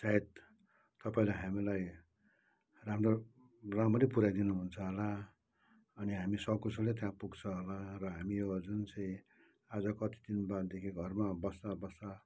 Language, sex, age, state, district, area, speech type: Nepali, male, 60+, West Bengal, Kalimpong, rural, spontaneous